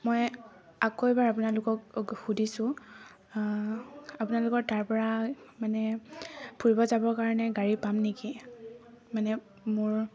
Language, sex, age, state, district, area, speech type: Assamese, female, 18-30, Assam, Tinsukia, urban, spontaneous